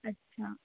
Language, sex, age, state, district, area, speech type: Hindi, female, 18-30, Madhya Pradesh, Harda, urban, conversation